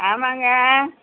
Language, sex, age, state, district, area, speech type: Tamil, female, 60+, Tamil Nadu, Erode, urban, conversation